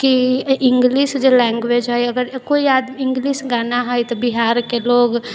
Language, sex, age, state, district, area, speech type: Maithili, female, 18-30, Bihar, Sitamarhi, urban, spontaneous